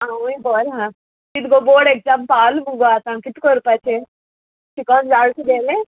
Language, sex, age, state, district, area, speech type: Goan Konkani, female, 18-30, Goa, Salcete, rural, conversation